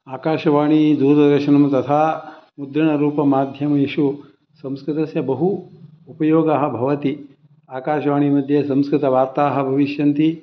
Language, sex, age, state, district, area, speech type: Sanskrit, male, 60+, Karnataka, Shimoga, rural, spontaneous